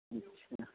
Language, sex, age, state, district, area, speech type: Urdu, male, 30-45, Uttar Pradesh, Lucknow, urban, conversation